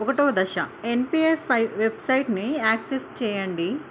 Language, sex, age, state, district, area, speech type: Telugu, female, 18-30, Telangana, Hanamkonda, urban, spontaneous